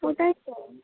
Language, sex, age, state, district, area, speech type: Bengali, female, 45-60, West Bengal, Purulia, urban, conversation